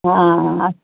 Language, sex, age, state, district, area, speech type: Urdu, female, 60+, Uttar Pradesh, Rampur, urban, conversation